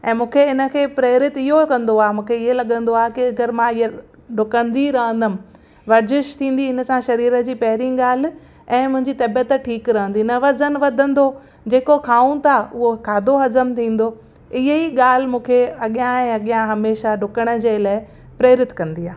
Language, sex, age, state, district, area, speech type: Sindhi, female, 30-45, Gujarat, Kutch, urban, spontaneous